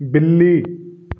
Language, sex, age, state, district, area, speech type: Punjabi, male, 30-45, Punjab, Fatehgarh Sahib, rural, read